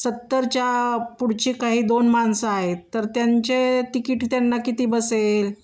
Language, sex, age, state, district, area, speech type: Marathi, female, 45-60, Maharashtra, Osmanabad, rural, spontaneous